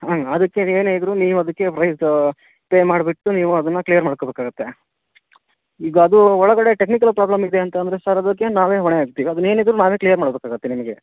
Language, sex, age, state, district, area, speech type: Kannada, male, 30-45, Karnataka, Shimoga, urban, conversation